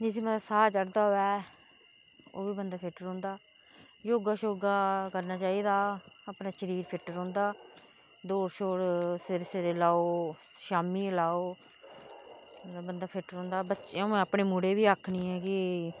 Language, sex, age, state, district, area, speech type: Dogri, female, 30-45, Jammu and Kashmir, Reasi, rural, spontaneous